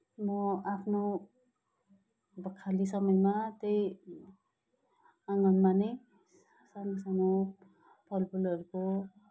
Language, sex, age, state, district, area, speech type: Nepali, male, 45-60, West Bengal, Kalimpong, rural, spontaneous